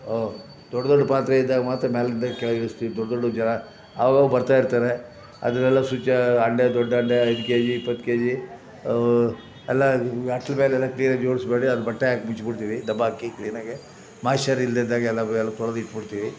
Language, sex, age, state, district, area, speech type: Kannada, male, 60+, Karnataka, Chamarajanagar, rural, spontaneous